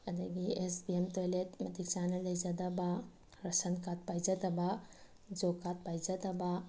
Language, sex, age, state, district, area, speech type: Manipuri, female, 30-45, Manipur, Bishnupur, rural, spontaneous